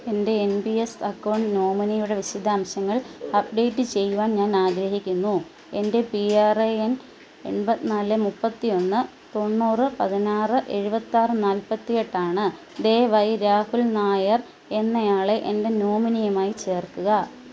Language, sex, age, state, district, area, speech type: Malayalam, female, 30-45, Kerala, Kottayam, urban, read